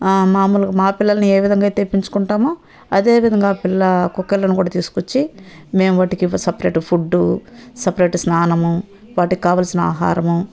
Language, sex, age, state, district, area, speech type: Telugu, female, 60+, Andhra Pradesh, Nellore, rural, spontaneous